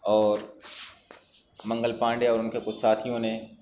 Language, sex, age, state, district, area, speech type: Urdu, male, 18-30, Uttar Pradesh, Shahjahanpur, urban, spontaneous